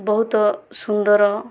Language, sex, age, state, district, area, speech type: Odia, female, 30-45, Odisha, Kandhamal, rural, spontaneous